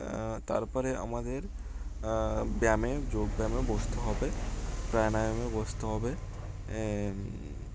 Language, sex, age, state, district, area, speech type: Bengali, male, 18-30, West Bengal, Uttar Dinajpur, urban, spontaneous